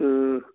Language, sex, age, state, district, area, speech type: Kashmiri, male, 18-30, Jammu and Kashmir, Budgam, rural, conversation